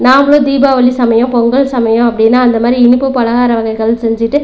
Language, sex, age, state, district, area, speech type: Tamil, female, 30-45, Tamil Nadu, Namakkal, rural, spontaneous